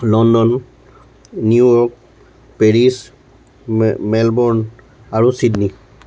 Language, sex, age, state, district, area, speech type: Assamese, male, 60+, Assam, Tinsukia, rural, spontaneous